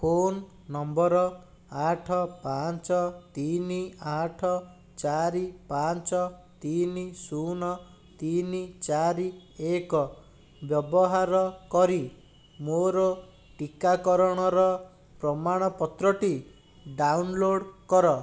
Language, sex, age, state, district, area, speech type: Odia, male, 30-45, Odisha, Bhadrak, rural, read